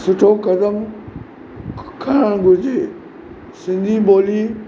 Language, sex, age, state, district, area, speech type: Sindhi, male, 45-60, Maharashtra, Mumbai Suburban, urban, spontaneous